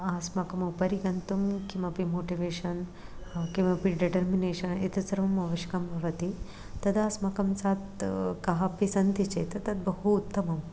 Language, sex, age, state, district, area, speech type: Sanskrit, female, 18-30, Karnataka, Dharwad, urban, spontaneous